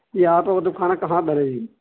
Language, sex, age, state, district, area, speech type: Urdu, male, 18-30, Uttar Pradesh, Saharanpur, urban, conversation